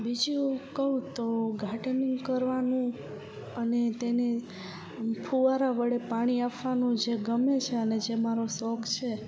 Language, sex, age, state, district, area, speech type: Gujarati, female, 18-30, Gujarat, Kutch, rural, spontaneous